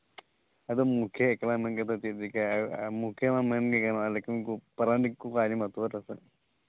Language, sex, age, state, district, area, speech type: Santali, male, 18-30, Jharkhand, East Singhbhum, rural, conversation